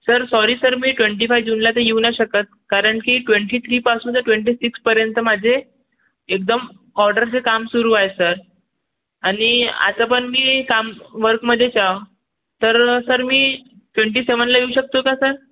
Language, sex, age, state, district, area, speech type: Marathi, male, 18-30, Maharashtra, Nagpur, urban, conversation